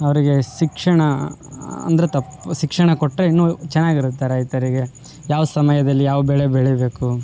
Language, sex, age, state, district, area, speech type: Kannada, male, 18-30, Karnataka, Vijayanagara, rural, spontaneous